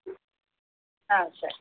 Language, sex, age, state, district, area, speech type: Telugu, female, 60+, Andhra Pradesh, Eluru, rural, conversation